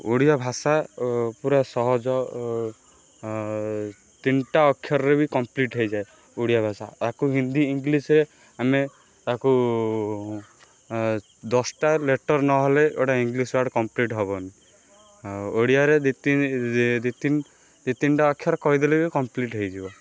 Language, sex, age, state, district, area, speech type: Odia, male, 18-30, Odisha, Kendrapara, urban, spontaneous